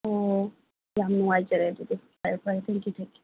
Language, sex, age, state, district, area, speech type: Manipuri, female, 30-45, Manipur, Tengnoupal, rural, conversation